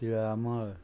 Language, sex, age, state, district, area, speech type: Goan Konkani, male, 45-60, Goa, Murmgao, rural, spontaneous